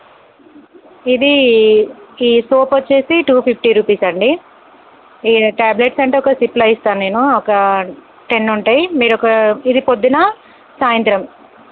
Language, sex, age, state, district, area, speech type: Telugu, female, 30-45, Telangana, Karimnagar, rural, conversation